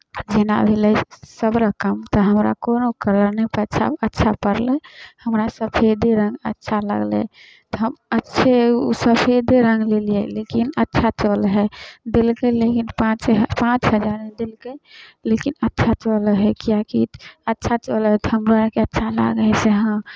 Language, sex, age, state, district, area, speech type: Maithili, female, 18-30, Bihar, Samastipur, rural, spontaneous